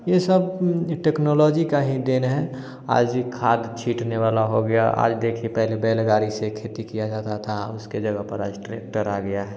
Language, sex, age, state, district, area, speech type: Hindi, male, 30-45, Bihar, Samastipur, urban, spontaneous